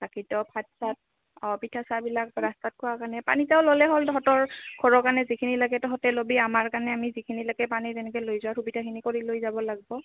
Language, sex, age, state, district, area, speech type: Assamese, female, 18-30, Assam, Goalpara, rural, conversation